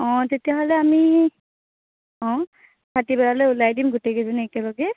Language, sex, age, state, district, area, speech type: Assamese, female, 18-30, Assam, Nagaon, rural, conversation